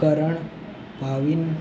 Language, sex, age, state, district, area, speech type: Gujarati, male, 18-30, Gujarat, Ahmedabad, urban, spontaneous